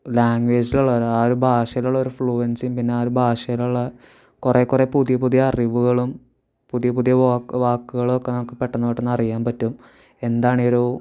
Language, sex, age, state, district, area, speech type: Malayalam, male, 18-30, Kerala, Thrissur, rural, spontaneous